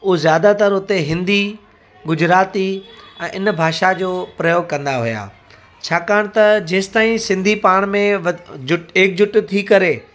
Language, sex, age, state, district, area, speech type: Sindhi, male, 45-60, Gujarat, Surat, urban, spontaneous